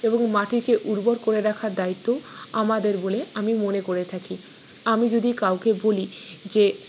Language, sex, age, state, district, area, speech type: Bengali, female, 45-60, West Bengal, Purba Bardhaman, urban, spontaneous